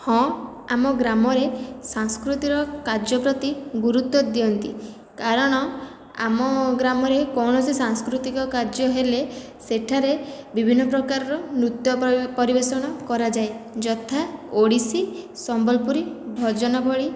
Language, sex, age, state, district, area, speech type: Odia, female, 18-30, Odisha, Khordha, rural, spontaneous